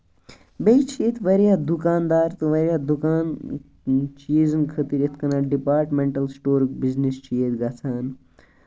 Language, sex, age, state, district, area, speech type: Kashmiri, male, 18-30, Jammu and Kashmir, Baramulla, rural, spontaneous